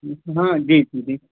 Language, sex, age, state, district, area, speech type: Hindi, male, 30-45, Madhya Pradesh, Bhopal, urban, conversation